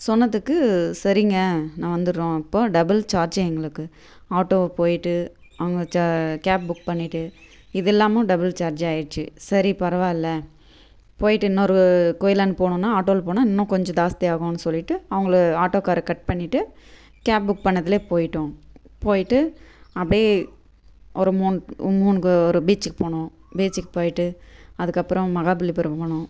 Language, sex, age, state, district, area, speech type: Tamil, female, 30-45, Tamil Nadu, Tirupattur, rural, spontaneous